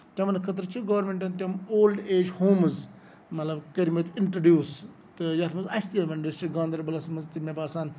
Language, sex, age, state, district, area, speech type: Kashmiri, male, 45-60, Jammu and Kashmir, Ganderbal, rural, spontaneous